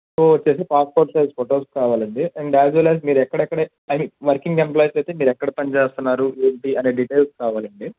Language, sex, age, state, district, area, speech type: Telugu, male, 30-45, Andhra Pradesh, N T Rama Rao, rural, conversation